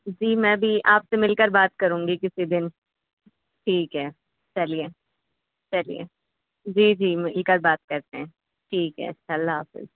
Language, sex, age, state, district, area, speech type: Urdu, female, 30-45, Uttar Pradesh, Ghaziabad, urban, conversation